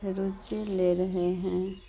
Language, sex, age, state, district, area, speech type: Hindi, female, 45-60, Bihar, Madhepura, rural, spontaneous